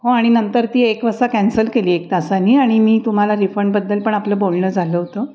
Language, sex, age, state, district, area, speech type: Marathi, female, 60+, Maharashtra, Pune, urban, spontaneous